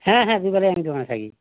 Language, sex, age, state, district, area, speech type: Bengali, male, 60+, West Bengal, North 24 Parganas, urban, conversation